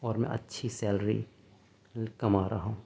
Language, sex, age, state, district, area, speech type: Urdu, male, 30-45, Delhi, South Delhi, rural, spontaneous